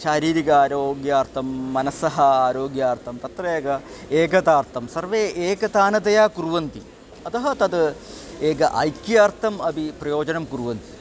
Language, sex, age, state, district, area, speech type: Sanskrit, male, 45-60, Kerala, Kollam, rural, spontaneous